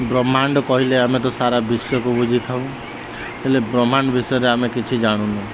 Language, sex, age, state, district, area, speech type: Odia, male, 30-45, Odisha, Nuapada, urban, spontaneous